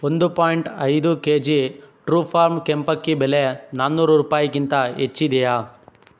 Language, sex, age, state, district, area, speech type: Kannada, male, 18-30, Karnataka, Chikkaballapur, rural, read